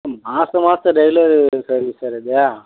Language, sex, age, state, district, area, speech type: Tamil, male, 18-30, Tamil Nadu, Viluppuram, rural, conversation